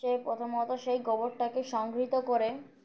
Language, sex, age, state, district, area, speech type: Bengali, female, 18-30, West Bengal, Birbhum, urban, spontaneous